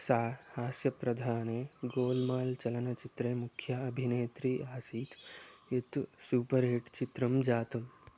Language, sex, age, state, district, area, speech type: Sanskrit, male, 18-30, Karnataka, Chikkamagaluru, rural, read